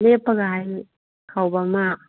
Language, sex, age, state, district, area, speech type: Manipuri, female, 30-45, Manipur, Kangpokpi, urban, conversation